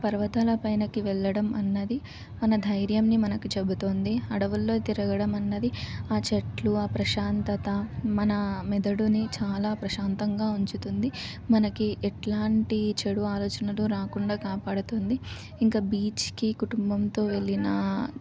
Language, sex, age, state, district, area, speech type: Telugu, female, 18-30, Telangana, Suryapet, urban, spontaneous